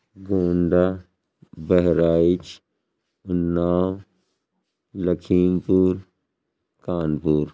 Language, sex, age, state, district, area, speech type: Urdu, male, 60+, Uttar Pradesh, Lucknow, urban, spontaneous